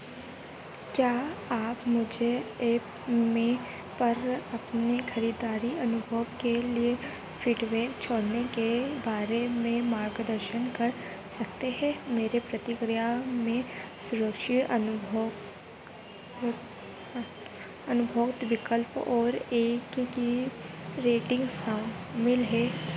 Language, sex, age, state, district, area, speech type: Hindi, female, 30-45, Madhya Pradesh, Harda, urban, read